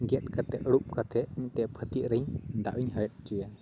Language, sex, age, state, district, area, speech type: Santali, male, 18-30, West Bengal, Purba Bardhaman, rural, spontaneous